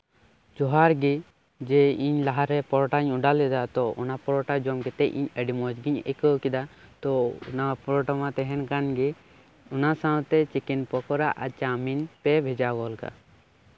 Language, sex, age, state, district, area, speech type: Santali, male, 18-30, West Bengal, Birbhum, rural, spontaneous